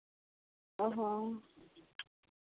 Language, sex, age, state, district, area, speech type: Santali, female, 30-45, Jharkhand, Seraikela Kharsawan, rural, conversation